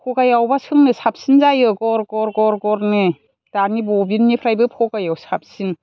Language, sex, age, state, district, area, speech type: Bodo, female, 60+, Assam, Chirang, rural, spontaneous